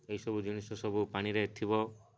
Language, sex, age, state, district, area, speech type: Odia, male, 18-30, Odisha, Malkangiri, urban, spontaneous